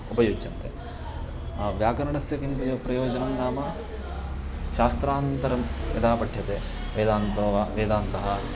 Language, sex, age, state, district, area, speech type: Sanskrit, male, 18-30, Karnataka, Uttara Kannada, rural, spontaneous